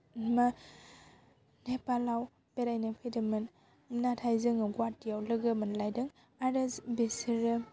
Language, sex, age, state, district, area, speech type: Bodo, female, 18-30, Assam, Baksa, rural, spontaneous